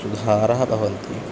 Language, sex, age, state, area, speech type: Sanskrit, male, 18-30, Uttar Pradesh, urban, spontaneous